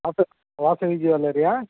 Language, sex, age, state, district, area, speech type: Tamil, male, 45-60, Tamil Nadu, Krishnagiri, rural, conversation